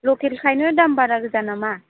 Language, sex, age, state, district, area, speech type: Bodo, female, 18-30, Assam, Chirang, rural, conversation